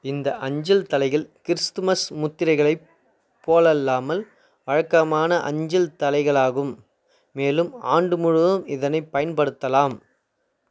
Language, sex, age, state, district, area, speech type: Tamil, male, 30-45, Tamil Nadu, Tiruvannamalai, rural, read